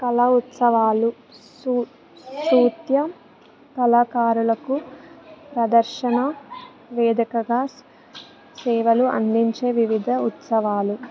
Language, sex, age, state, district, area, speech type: Telugu, female, 18-30, Telangana, Ranga Reddy, rural, spontaneous